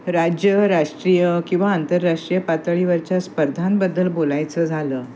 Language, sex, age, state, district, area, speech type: Marathi, female, 60+, Maharashtra, Thane, urban, spontaneous